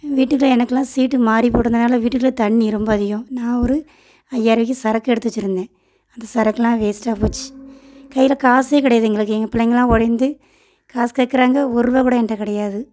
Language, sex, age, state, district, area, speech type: Tamil, female, 30-45, Tamil Nadu, Thoothukudi, rural, spontaneous